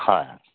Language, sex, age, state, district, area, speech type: Assamese, male, 45-60, Assam, Tinsukia, urban, conversation